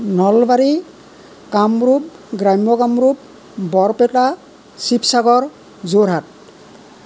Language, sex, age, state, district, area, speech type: Assamese, male, 45-60, Assam, Nalbari, rural, spontaneous